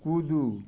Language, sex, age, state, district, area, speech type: Maithili, male, 60+, Bihar, Muzaffarpur, urban, read